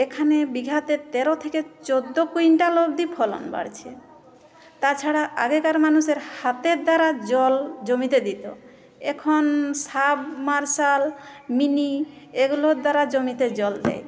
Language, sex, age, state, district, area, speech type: Bengali, female, 30-45, West Bengal, Jhargram, rural, spontaneous